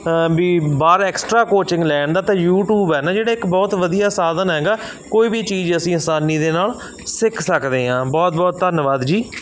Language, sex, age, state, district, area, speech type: Punjabi, male, 45-60, Punjab, Barnala, rural, spontaneous